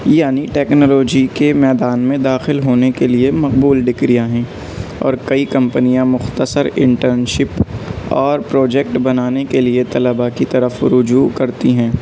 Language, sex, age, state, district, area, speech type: Urdu, male, 18-30, Delhi, North West Delhi, urban, spontaneous